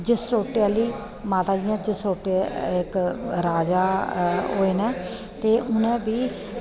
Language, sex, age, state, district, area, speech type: Dogri, female, 30-45, Jammu and Kashmir, Kathua, rural, spontaneous